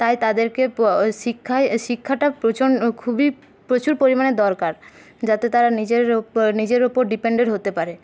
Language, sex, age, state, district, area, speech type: Bengali, female, 18-30, West Bengal, Paschim Bardhaman, urban, spontaneous